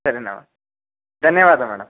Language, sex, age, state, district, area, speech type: Kannada, male, 18-30, Karnataka, Chitradurga, urban, conversation